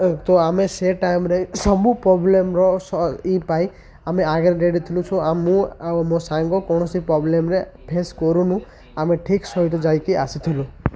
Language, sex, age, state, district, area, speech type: Odia, male, 30-45, Odisha, Malkangiri, urban, spontaneous